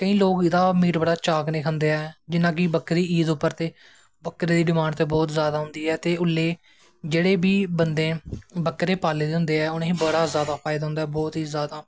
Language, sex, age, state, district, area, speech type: Dogri, male, 18-30, Jammu and Kashmir, Jammu, rural, spontaneous